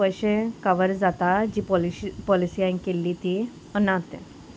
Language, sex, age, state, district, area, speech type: Goan Konkani, female, 30-45, Goa, Salcete, rural, spontaneous